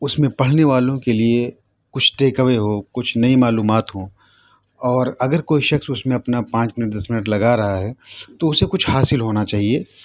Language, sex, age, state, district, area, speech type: Urdu, male, 30-45, Delhi, South Delhi, urban, spontaneous